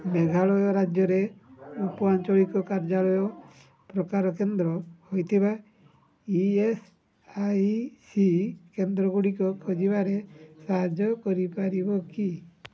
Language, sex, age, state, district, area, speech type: Odia, male, 60+, Odisha, Mayurbhanj, rural, read